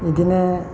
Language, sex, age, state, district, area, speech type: Bodo, male, 60+, Assam, Chirang, urban, spontaneous